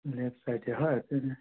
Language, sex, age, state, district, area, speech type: Assamese, male, 30-45, Assam, Sonitpur, rural, conversation